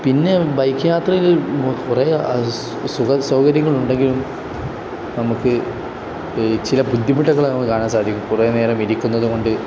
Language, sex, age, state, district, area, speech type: Malayalam, male, 18-30, Kerala, Kozhikode, rural, spontaneous